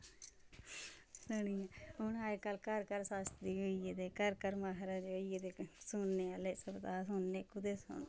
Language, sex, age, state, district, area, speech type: Dogri, female, 30-45, Jammu and Kashmir, Samba, rural, spontaneous